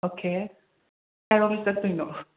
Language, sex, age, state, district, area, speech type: Manipuri, female, 45-60, Manipur, Imphal West, rural, conversation